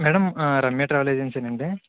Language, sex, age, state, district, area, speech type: Telugu, male, 60+, Andhra Pradesh, Kakinada, rural, conversation